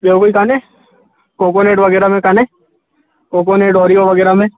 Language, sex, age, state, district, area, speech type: Sindhi, male, 18-30, Rajasthan, Ajmer, urban, conversation